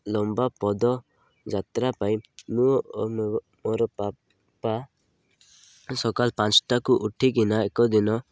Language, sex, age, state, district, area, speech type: Odia, male, 18-30, Odisha, Malkangiri, urban, spontaneous